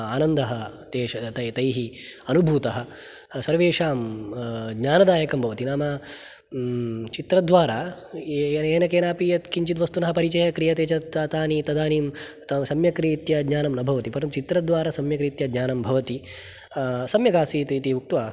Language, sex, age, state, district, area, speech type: Sanskrit, male, 30-45, Karnataka, Udupi, urban, spontaneous